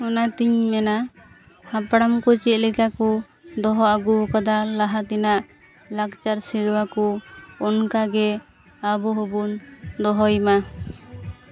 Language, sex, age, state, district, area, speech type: Santali, female, 18-30, West Bengal, Purba Bardhaman, rural, spontaneous